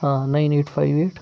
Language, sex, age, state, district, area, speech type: Kashmiri, male, 30-45, Jammu and Kashmir, Srinagar, urban, spontaneous